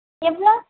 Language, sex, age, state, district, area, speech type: Tamil, female, 18-30, Tamil Nadu, Kallakurichi, rural, conversation